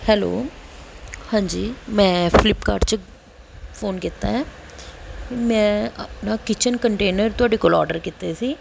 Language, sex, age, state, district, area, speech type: Punjabi, female, 45-60, Punjab, Pathankot, urban, spontaneous